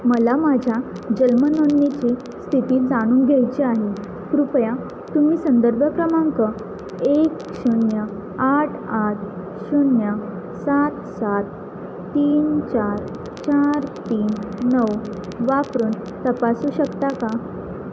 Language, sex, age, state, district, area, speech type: Marathi, female, 18-30, Maharashtra, Satara, rural, read